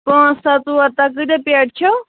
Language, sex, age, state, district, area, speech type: Kashmiri, female, 18-30, Jammu and Kashmir, Anantnag, urban, conversation